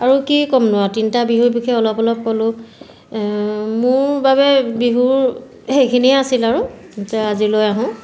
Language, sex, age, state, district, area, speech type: Assamese, female, 45-60, Assam, Sivasagar, urban, spontaneous